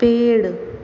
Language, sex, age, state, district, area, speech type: Hindi, female, 60+, Rajasthan, Jodhpur, urban, read